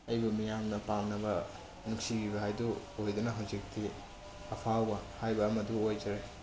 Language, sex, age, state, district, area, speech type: Manipuri, male, 18-30, Manipur, Bishnupur, rural, spontaneous